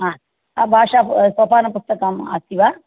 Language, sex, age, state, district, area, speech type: Sanskrit, female, 60+, Tamil Nadu, Chennai, urban, conversation